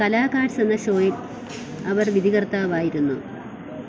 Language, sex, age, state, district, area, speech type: Malayalam, female, 30-45, Kerala, Thiruvananthapuram, rural, read